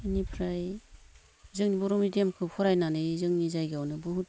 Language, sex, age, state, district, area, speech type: Bodo, female, 45-60, Assam, Baksa, rural, spontaneous